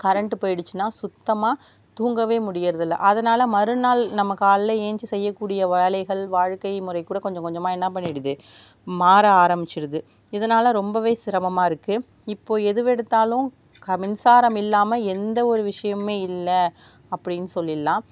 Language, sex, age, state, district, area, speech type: Tamil, female, 60+, Tamil Nadu, Mayiladuthurai, rural, spontaneous